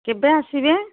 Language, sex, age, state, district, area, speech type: Odia, female, 60+, Odisha, Gajapati, rural, conversation